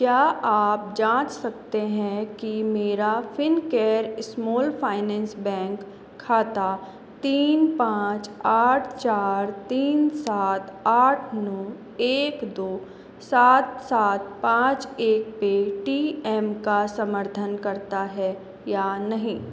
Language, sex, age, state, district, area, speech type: Hindi, female, 30-45, Rajasthan, Jaipur, urban, read